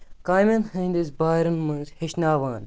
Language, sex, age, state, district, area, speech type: Kashmiri, male, 18-30, Jammu and Kashmir, Kupwara, rural, spontaneous